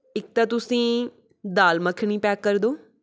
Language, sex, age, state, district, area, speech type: Punjabi, female, 18-30, Punjab, Patiala, urban, spontaneous